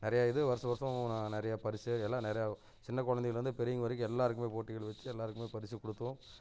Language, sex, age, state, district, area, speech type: Tamil, male, 30-45, Tamil Nadu, Namakkal, rural, spontaneous